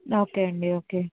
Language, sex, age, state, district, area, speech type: Telugu, female, 18-30, Andhra Pradesh, N T Rama Rao, urban, conversation